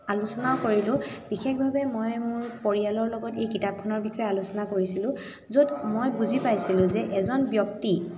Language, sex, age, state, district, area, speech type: Assamese, female, 30-45, Assam, Dibrugarh, rural, spontaneous